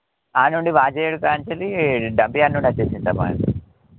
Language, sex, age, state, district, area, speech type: Telugu, male, 18-30, Telangana, Yadadri Bhuvanagiri, urban, conversation